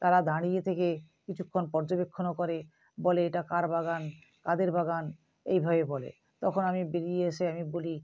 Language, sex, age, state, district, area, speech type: Bengali, female, 45-60, West Bengal, Nadia, rural, spontaneous